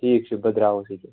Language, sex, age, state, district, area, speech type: Kashmiri, male, 18-30, Jammu and Kashmir, Baramulla, rural, conversation